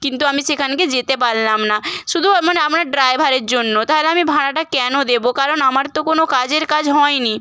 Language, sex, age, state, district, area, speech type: Bengali, female, 18-30, West Bengal, Bankura, rural, spontaneous